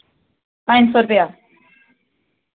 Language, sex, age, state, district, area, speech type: Dogri, female, 18-30, Jammu and Kashmir, Reasi, rural, conversation